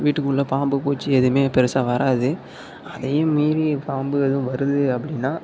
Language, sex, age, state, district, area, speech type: Tamil, male, 18-30, Tamil Nadu, Tiruvarur, rural, spontaneous